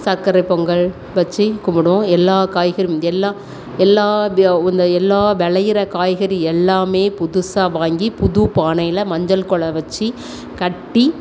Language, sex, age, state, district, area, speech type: Tamil, female, 30-45, Tamil Nadu, Thoothukudi, urban, spontaneous